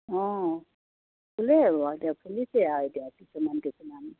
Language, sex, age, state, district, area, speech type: Assamese, female, 60+, Assam, Lakhimpur, rural, conversation